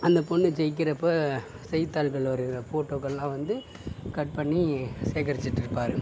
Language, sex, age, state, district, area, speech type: Tamil, male, 60+, Tamil Nadu, Sivaganga, urban, spontaneous